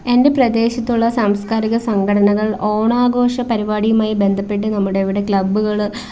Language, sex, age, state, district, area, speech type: Malayalam, female, 18-30, Kerala, Thiruvananthapuram, rural, spontaneous